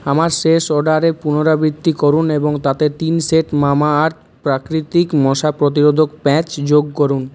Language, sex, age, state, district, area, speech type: Bengali, male, 30-45, West Bengal, Purulia, urban, read